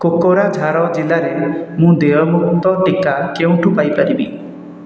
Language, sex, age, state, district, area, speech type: Odia, male, 30-45, Odisha, Khordha, rural, read